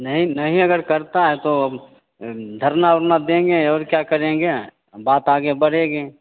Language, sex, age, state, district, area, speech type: Hindi, male, 30-45, Bihar, Begusarai, rural, conversation